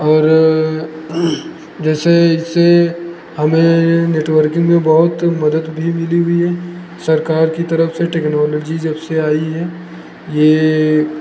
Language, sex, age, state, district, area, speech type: Hindi, male, 45-60, Uttar Pradesh, Lucknow, rural, spontaneous